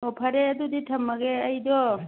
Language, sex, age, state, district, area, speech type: Manipuri, female, 45-60, Manipur, Churachandpur, rural, conversation